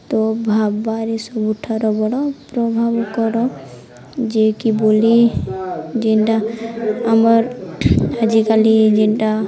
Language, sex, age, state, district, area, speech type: Odia, female, 18-30, Odisha, Nuapada, urban, spontaneous